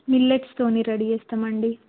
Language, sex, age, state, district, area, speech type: Telugu, female, 18-30, Telangana, Jayashankar, urban, conversation